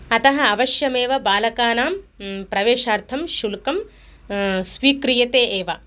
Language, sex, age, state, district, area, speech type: Sanskrit, female, 30-45, Telangana, Mahbubnagar, urban, spontaneous